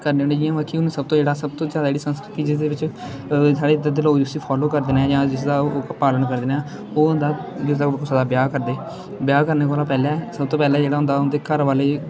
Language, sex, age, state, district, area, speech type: Dogri, male, 18-30, Jammu and Kashmir, Kathua, rural, spontaneous